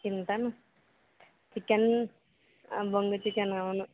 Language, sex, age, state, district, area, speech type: Telugu, female, 18-30, Andhra Pradesh, Eluru, rural, conversation